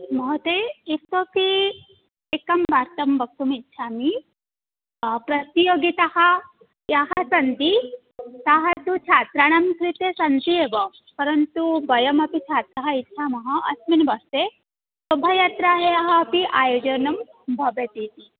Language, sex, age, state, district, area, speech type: Sanskrit, female, 18-30, Odisha, Cuttack, rural, conversation